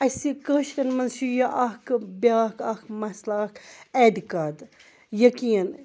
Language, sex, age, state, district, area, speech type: Kashmiri, female, 30-45, Jammu and Kashmir, Ganderbal, rural, spontaneous